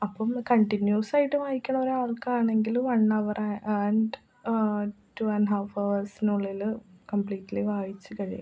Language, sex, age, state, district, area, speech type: Malayalam, female, 18-30, Kerala, Ernakulam, rural, spontaneous